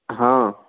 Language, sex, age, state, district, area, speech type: Hindi, male, 45-60, Rajasthan, Jaipur, urban, conversation